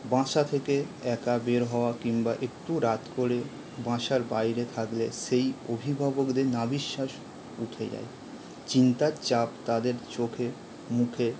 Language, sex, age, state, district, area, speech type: Bengali, male, 18-30, West Bengal, Howrah, urban, spontaneous